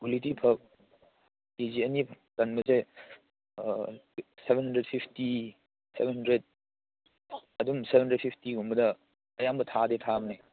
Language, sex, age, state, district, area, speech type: Manipuri, male, 30-45, Manipur, Churachandpur, rural, conversation